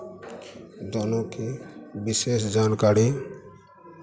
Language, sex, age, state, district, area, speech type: Hindi, male, 30-45, Bihar, Madhepura, rural, spontaneous